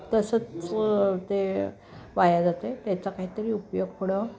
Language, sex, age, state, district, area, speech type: Marathi, female, 45-60, Maharashtra, Sangli, urban, spontaneous